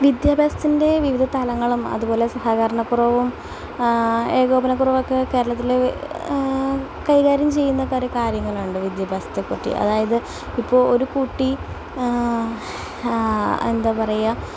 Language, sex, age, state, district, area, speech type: Malayalam, female, 18-30, Kerala, Palakkad, urban, spontaneous